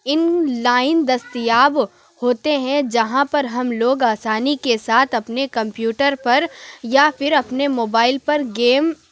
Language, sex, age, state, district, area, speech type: Urdu, female, 30-45, Uttar Pradesh, Lucknow, urban, spontaneous